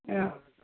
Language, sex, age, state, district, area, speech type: Malayalam, female, 45-60, Kerala, Kozhikode, urban, conversation